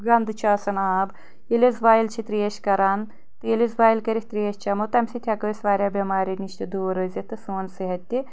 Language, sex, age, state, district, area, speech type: Kashmiri, female, 18-30, Jammu and Kashmir, Anantnag, urban, spontaneous